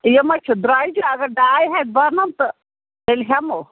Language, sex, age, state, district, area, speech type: Kashmiri, female, 30-45, Jammu and Kashmir, Bandipora, rural, conversation